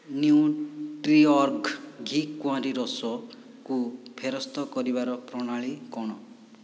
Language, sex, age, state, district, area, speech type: Odia, male, 60+, Odisha, Boudh, rural, read